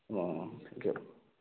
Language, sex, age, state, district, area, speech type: Manipuri, male, 45-60, Manipur, Thoubal, rural, conversation